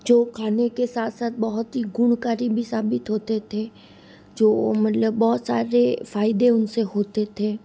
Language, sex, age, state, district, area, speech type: Hindi, female, 60+, Rajasthan, Jodhpur, urban, spontaneous